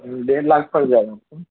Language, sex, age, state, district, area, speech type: Urdu, male, 18-30, Bihar, Purnia, rural, conversation